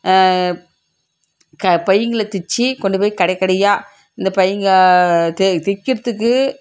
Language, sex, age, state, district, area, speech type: Tamil, female, 60+, Tamil Nadu, Krishnagiri, rural, spontaneous